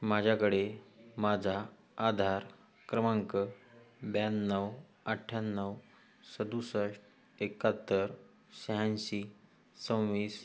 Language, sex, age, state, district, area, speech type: Marathi, male, 18-30, Maharashtra, Hingoli, urban, read